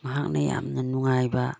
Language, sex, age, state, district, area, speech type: Manipuri, female, 60+, Manipur, Imphal East, rural, spontaneous